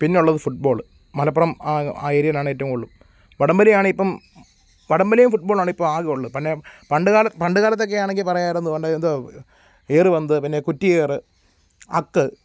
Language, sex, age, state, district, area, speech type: Malayalam, male, 30-45, Kerala, Pathanamthitta, rural, spontaneous